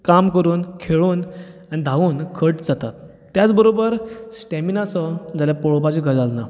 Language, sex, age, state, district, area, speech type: Goan Konkani, male, 30-45, Goa, Bardez, rural, spontaneous